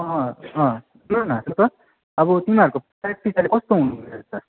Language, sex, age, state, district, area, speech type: Nepali, male, 45-60, West Bengal, Darjeeling, rural, conversation